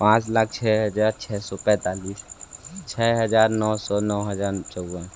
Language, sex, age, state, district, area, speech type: Hindi, male, 18-30, Uttar Pradesh, Sonbhadra, rural, spontaneous